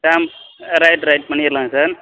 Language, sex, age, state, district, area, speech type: Tamil, male, 30-45, Tamil Nadu, Sivaganga, rural, conversation